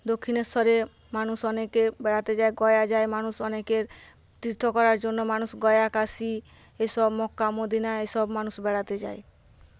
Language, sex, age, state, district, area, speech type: Bengali, female, 30-45, West Bengal, Paschim Medinipur, rural, spontaneous